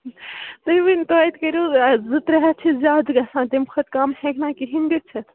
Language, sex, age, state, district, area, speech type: Kashmiri, female, 18-30, Jammu and Kashmir, Bandipora, rural, conversation